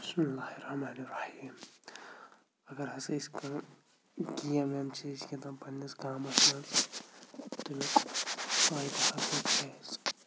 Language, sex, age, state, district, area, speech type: Kashmiri, male, 30-45, Jammu and Kashmir, Shopian, rural, spontaneous